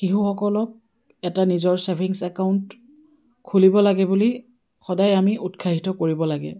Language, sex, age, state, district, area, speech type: Assamese, female, 45-60, Assam, Dibrugarh, rural, spontaneous